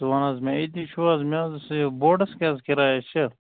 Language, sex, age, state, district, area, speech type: Kashmiri, male, 30-45, Jammu and Kashmir, Baramulla, rural, conversation